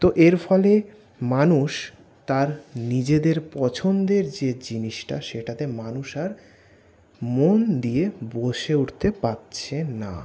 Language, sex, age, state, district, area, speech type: Bengali, male, 18-30, West Bengal, Paschim Bardhaman, urban, spontaneous